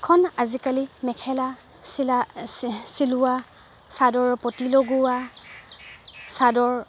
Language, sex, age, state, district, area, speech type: Assamese, female, 45-60, Assam, Dibrugarh, rural, spontaneous